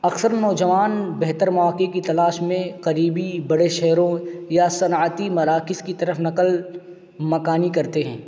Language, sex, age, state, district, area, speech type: Urdu, male, 18-30, Uttar Pradesh, Balrampur, rural, spontaneous